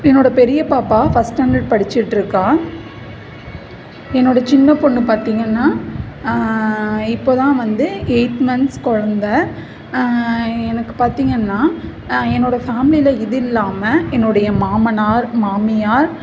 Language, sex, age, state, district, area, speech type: Tamil, female, 45-60, Tamil Nadu, Mayiladuthurai, rural, spontaneous